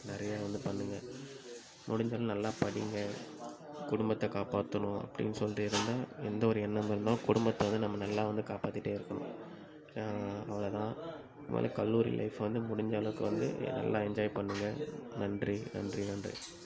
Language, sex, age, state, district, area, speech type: Tamil, male, 18-30, Tamil Nadu, Cuddalore, urban, spontaneous